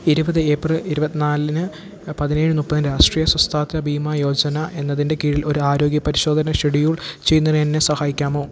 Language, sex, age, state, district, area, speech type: Malayalam, male, 18-30, Kerala, Idukki, rural, read